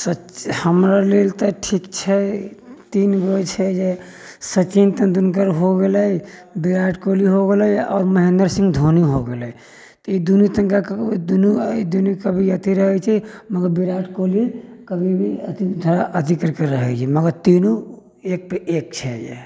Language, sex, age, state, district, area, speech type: Maithili, male, 60+, Bihar, Sitamarhi, rural, spontaneous